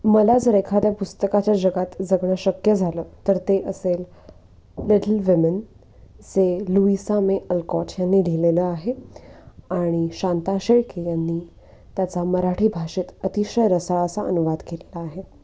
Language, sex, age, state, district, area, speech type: Marathi, female, 18-30, Maharashtra, Nashik, urban, spontaneous